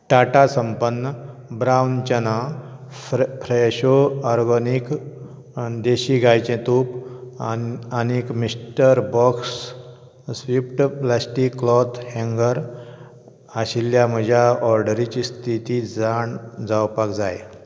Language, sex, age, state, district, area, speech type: Goan Konkani, male, 60+, Goa, Canacona, rural, read